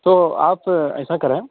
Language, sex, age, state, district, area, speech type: Urdu, male, 30-45, Bihar, Khagaria, rural, conversation